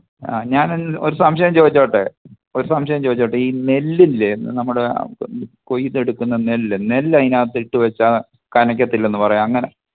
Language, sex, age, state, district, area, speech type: Malayalam, male, 45-60, Kerala, Pathanamthitta, rural, conversation